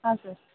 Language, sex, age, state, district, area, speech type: Kannada, female, 30-45, Karnataka, Bangalore Urban, rural, conversation